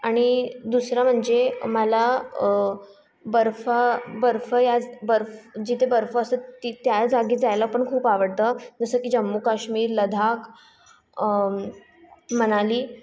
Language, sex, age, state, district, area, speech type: Marathi, female, 18-30, Maharashtra, Mumbai Suburban, urban, spontaneous